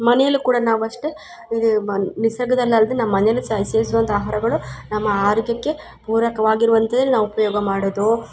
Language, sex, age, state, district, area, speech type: Kannada, female, 30-45, Karnataka, Chikkamagaluru, rural, spontaneous